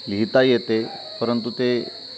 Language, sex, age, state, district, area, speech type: Marathi, male, 30-45, Maharashtra, Ratnagiri, rural, spontaneous